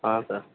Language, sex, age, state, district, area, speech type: Tamil, male, 18-30, Tamil Nadu, Vellore, urban, conversation